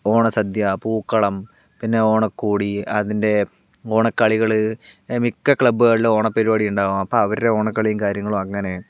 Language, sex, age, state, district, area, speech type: Malayalam, male, 18-30, Kerala, Palakkad, rural, spontaneous